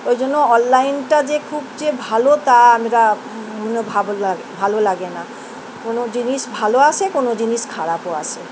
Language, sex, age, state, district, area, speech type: Bengali, female, 60+, West Bengal, Kolkata, urban, spontaneous